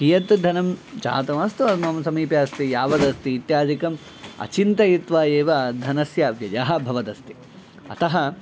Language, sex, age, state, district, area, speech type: Sanskrit, male, 18-30, Telangana, Medchal, rural, spontaneous